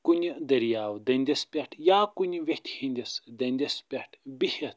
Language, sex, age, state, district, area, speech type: Kashmiri, male, 45-60, Jammu and Kashmir, Budgam, rural, spontaneous